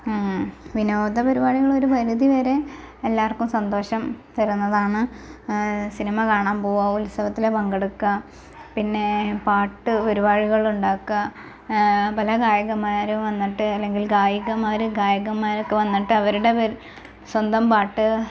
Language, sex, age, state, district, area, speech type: Malayalam, female, 18-30, Kerala, Malappuram, rural, spontaneous